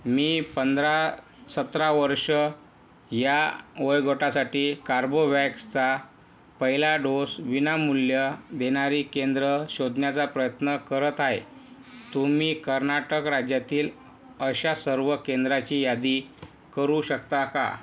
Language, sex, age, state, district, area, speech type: Marathi, male, 18-30, Maharashtra, Yavatmal, rural, read